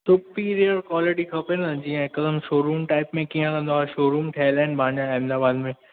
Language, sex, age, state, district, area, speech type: Sindhi, male, 18-30, Maharashtra, Thane, urban, conversation